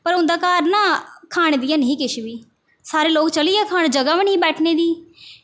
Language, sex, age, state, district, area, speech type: Dogri, female, 18-30, Jammu and Kashmir, Jammu, rural, spontaneous